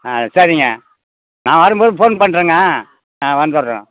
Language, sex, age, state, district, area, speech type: Tamil, male, 60+, Tamil Nadu, Ariyalur, rural, conversation